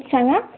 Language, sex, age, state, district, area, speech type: Marathi, female, 18-30, Maharashtra, Hingoli, urban, conversation